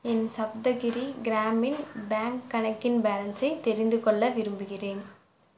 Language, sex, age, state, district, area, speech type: Tamil, female, 18-30, Tamil Nadu, Erode, rural, read